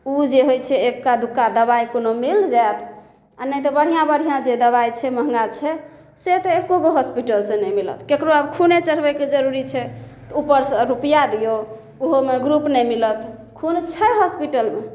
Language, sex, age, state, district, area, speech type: Maithili, female, 18-30, Bihar, Samastipur, rural, spontaneous